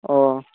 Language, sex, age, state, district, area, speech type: Telugu, male, 60+, Andhra Pradesh, Chittoor, rural, conversation